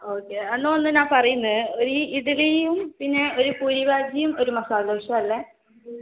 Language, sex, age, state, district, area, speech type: Malayalam, female, 18-30, Kerala, Kasaragod, rural, conversation